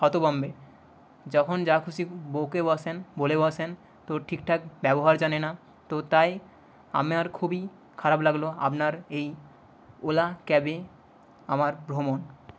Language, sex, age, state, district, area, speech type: Bengali, male, 18-30, West Bengal, Nadia, rural, spontaneous